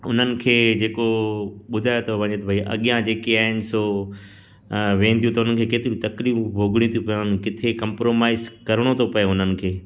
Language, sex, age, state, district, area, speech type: Sindhi, male, 45-60, Gujarat, Kutch, urban, spontaneous